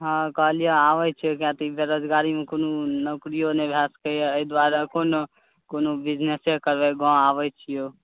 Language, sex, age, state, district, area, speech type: Maithili, male, 18-30, Bihar, Saharsa, rural, conversation